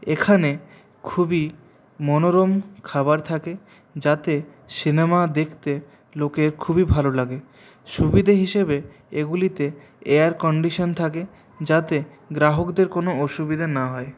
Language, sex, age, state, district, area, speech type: Bengali, male, 30-45, West Bengal, Purulia, urban, spontaneous